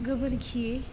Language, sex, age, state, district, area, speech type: Bodo, female, 18-30, Assam, Kokrajhar, rural, spontaneous